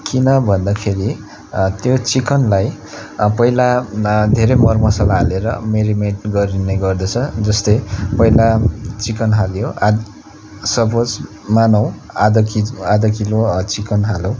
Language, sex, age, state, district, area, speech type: Nepali, male, 18-30, West Bengal, Darjeeling, rural, spontaneous